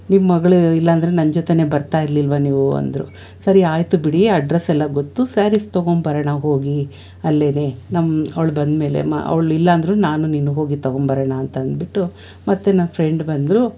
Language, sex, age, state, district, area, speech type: Kannada, female, 45-60, Karnataka, Bangalore Urban, urban, spontaneous